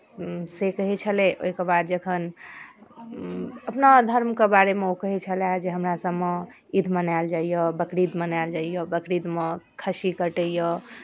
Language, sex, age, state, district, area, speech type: Maithili, female, 18-30, Bihar, Darbhanga, rural, spontaneous